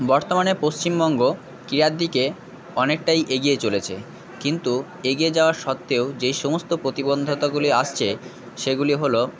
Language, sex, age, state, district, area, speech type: Bengali, male, 45-60, West Bengal, Purba Bardhaman, urban, spontaneous